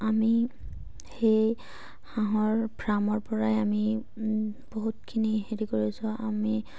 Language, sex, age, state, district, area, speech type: Assamese, female, 18-30, Assam, Charaideo, rural, spontaneous